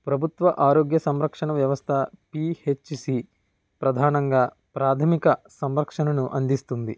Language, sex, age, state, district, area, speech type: Telugu, male, 18-30, Andhra Pradesh, Kakinada, rural, spontaneous